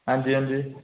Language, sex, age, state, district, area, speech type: Dogri, male, 18-30, Jammu and Kashmir, Reasi, urban, conversation